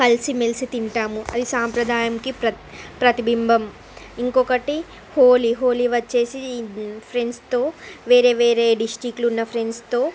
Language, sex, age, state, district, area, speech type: Telugu, female, 30-45, Andhra Pradesh, Srikakulam, urban, spontaneous